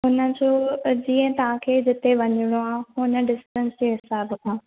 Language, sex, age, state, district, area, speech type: Sindhi, female, 18-30, Maharashtra, Thane, urban, conversation